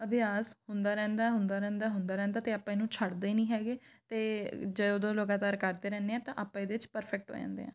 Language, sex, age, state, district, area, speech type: Punjabi, female, 18-30, Punjab, Fatehgarh Sahib, rural, spontaneous